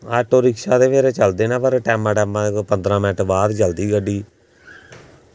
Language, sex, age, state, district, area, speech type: Dogri, male, 18-30, Jammu and Kashmir, Samba, rural, spontaneous